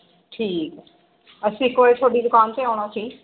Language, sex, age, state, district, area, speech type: Punjabi, female, 45-60, Punjab, Barnala, rural, conversation